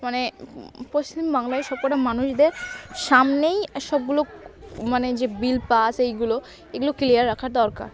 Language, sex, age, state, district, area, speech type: Bengali, female, 18-30, West Bengal, Darjeeling, urban, spontaneous